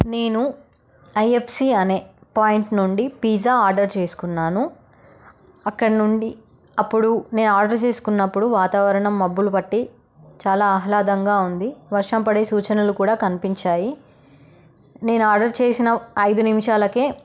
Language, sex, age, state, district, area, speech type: Telugu, female, 30-45, Telangana, Peddapalli, rural, spontaneous